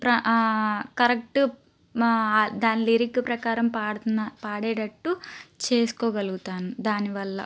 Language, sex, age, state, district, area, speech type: Telugu, female, 18-30, Andhra Pradesh, Palnadu, urban, spontaneous